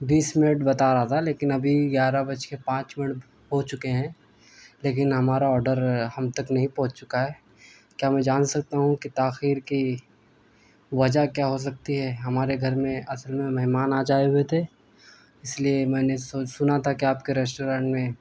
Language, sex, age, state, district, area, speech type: Urdu, male, 18-30, Delhi, East Delhi, urban, spontaneous